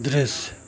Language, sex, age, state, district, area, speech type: Hindi, male, 60+, Uttar Pradesh, Mau, rural, read